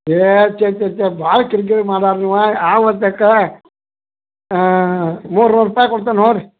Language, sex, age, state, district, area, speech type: Kannada, male, 45-60, Karnataka, Belgaum, rural, conversation